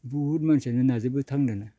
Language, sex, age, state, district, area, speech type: Bodo, male, 60+, Assam, Baksa, rural, spontaneous